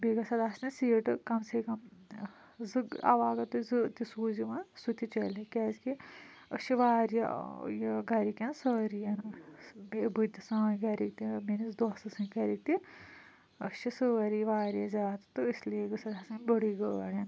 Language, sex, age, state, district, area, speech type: Kashmiri, female, 30-45, Jammu and Kashmir, Kulgam, rural, spontaneous